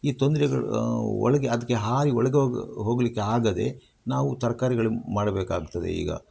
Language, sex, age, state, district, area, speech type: Kannada, male, 60+, Karnataka, Udupi, rural, spontaneous